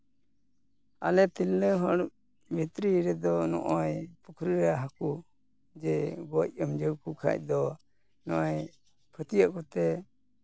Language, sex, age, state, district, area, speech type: Santali, male, 45-60, West Bengal, Malda, rural, spontaneous